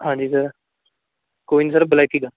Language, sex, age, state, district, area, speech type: Punjabi, male, 18-30, Punjab, Fatehgarh Sahib, urban, conversation